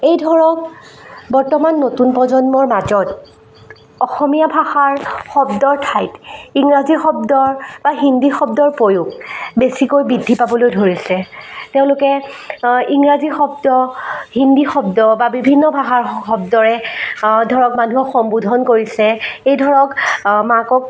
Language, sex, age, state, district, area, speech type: Assamese, female, 18-30, Assam, Jorhat, rural, spontaneous